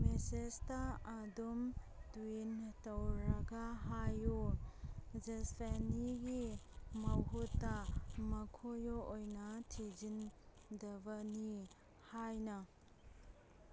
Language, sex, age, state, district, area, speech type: Manipuri, female, 30-45, Manipur, Kangpokpi, urban, read